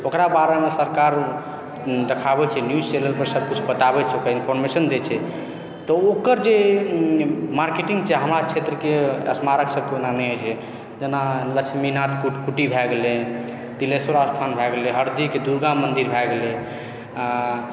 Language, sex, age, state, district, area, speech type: Maithili, male, 18-30, Bihar, Supaul, rural, spontaneous